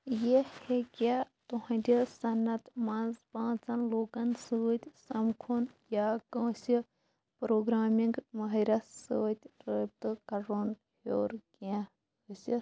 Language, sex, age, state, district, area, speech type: Kashmiri, female, 18-30, Jammu and Kashmir, Shopian, rural, read